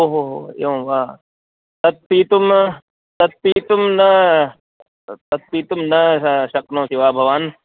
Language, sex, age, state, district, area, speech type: Sanskrit, male, 30-45, Karnataka, Vijayapura, urban, conversation